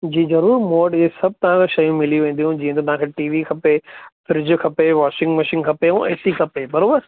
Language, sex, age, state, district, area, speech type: Sindhi, male, 30-45, Maharashtra, Thane, urban, conversation